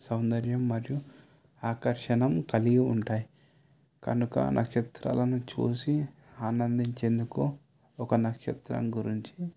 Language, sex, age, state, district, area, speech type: Telugu, male, 18-30, Telangana, Sangareddy, urban, spontaneous